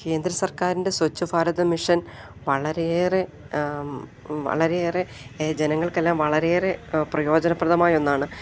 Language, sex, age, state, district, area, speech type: Malayalam, female, 45-60, Kerala, Idukki, rural, spontaneous